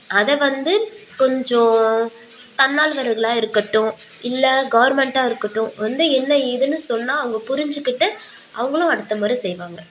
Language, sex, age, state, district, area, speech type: Tamil, female, 18-30, Tamil Nadu, Nagapattinam, rural, spontaneous